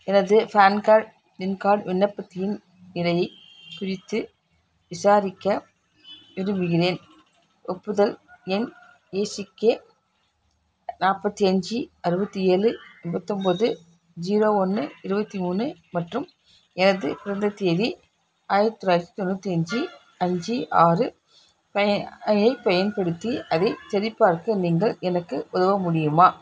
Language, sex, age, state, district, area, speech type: Tamil, female, 60+, Tamil Nadu, Krishnagiri, rural, read